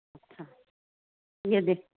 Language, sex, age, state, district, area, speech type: Hindi, female, 45-60, Madhya Pradesh, Balaghat, rural, conversation